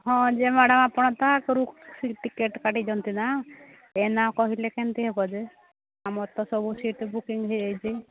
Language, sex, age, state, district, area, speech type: Odia, female, 60+, Odisha, Angul, rural, conversation